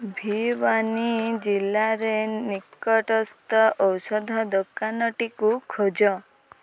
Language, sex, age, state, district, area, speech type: Odia, female, 18-30, Odisha, Malkangiri, urban, read